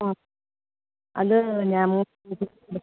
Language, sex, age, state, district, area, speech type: Malayalam, female, 45-60, Kerala, Pathanamthitta, rural, conversation